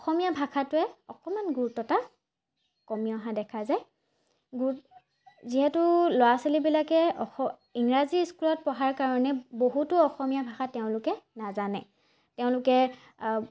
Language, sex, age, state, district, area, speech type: Assamese, female, 18-30, Assam, Charaideo, urban, spontaneous